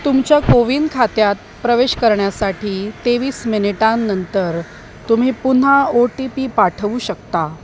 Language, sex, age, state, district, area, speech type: Marathi, female, 30-45, Maharashtra, Mumbai Suburban, urban, read